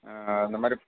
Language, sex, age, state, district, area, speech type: Tamil, male, 18-30, Tamil Nadu, Dharmapuri, rural, conversation